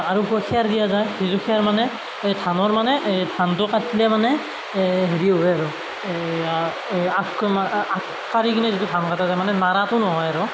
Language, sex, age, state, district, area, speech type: Assamese, male, 18-30, Assam, Darrang, rural, spontaneous